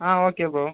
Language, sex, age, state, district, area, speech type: Tamil, male, 30-45, Tamil Nadu, Ariyalur, rural, conversation